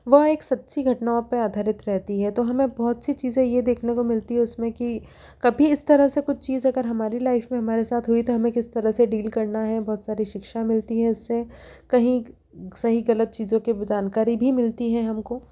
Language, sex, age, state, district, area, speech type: Hindi, female, 30-45, Madhya Pradesh, Ujjain, urban, spontaneous